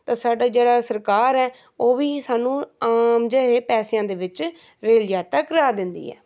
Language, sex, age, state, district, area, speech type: Punjabi, female, 30-45, Punjab, Rupnagar, urban, spontaneous